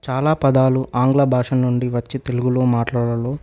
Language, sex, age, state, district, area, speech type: Telugu, male, 18-30, Telangana, Nagarkurnool, rural, spontaneous